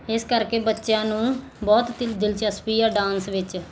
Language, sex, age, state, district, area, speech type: Punjabi, female, 30-45, Punjab, Muktsar, urban, spontaneous